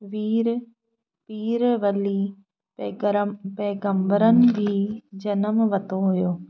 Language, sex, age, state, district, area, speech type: Sindhi, female, 30-45, Madhya Pradesh, Katni, rural, spontaneous